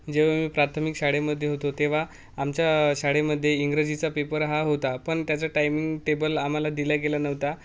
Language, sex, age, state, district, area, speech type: Marathi, male, 18-30, Maharashtra, Gadchiroli, rural, spontaneous